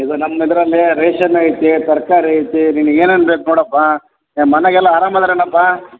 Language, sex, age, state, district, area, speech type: Kannada, male, 30-45, Karnataka, Bellary, rural, conversation